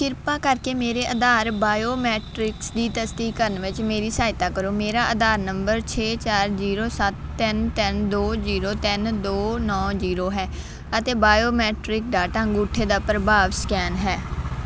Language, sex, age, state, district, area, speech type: Punjabi, female, 18-30, Punjab, Faridkot, rural, read